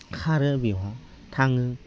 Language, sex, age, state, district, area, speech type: Bodo, male, 30-45, Assam, Udalguri, rural, spontaneous